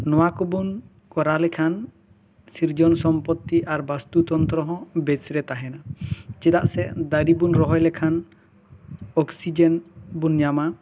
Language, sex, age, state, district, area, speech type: Santali, male, 18-30, West Bengal, Bankura, rural, spontaneous